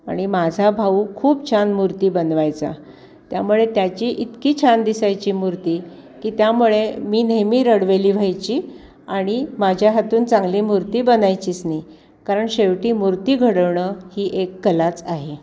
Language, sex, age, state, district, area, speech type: Marathi, female, 60+, Maharashtra, Pune, urban, spontaneous